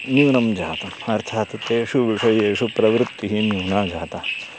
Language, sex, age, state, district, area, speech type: Sanskrit, male, 30-45, Karnataka, Uttara Kannada, urban, spontaneous